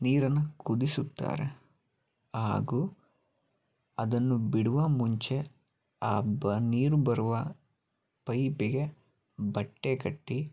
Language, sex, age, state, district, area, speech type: Kannada, male, 30-45, Karnataka, Chitradurga, urban, spontaneous